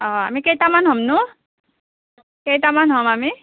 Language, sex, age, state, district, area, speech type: Assamese, female, 30-45, Assam, Darrang, rural, conversation